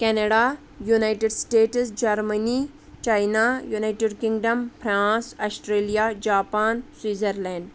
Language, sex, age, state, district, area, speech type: Kashmiri, female, 45-60, Jammu and Kashmir, Anantnag, rural, spontaneous